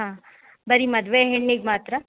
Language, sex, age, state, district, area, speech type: Kannada, female, 30-45, Karnataka, Chitradurga, rural, conversation